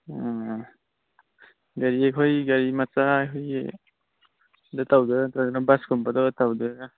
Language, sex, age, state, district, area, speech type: Manipuri, male, 18-30, Manipur, Churachandpur, rural, conversation